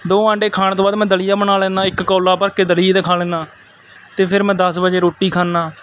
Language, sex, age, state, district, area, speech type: Punjabi, male, 18-30, Punjab, Barnala, rural, spontaneous